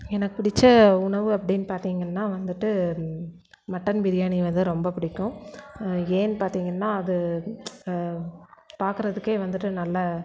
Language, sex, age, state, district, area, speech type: Tamil, female, 45-60, Tamil Nadu, Erode, rural, spontaneous